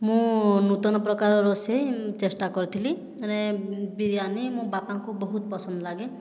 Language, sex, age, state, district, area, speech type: Odia, female, 18-30, Odisha, Boudh, rural, spontaneous